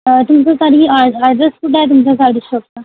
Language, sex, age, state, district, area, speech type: Marathi, female, 18-30, Maharashtra, Washim, urban, conversation